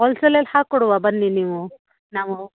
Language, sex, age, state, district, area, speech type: Kannada, female, 30-45, Karnataka, Uttara Kannada, rural, conversation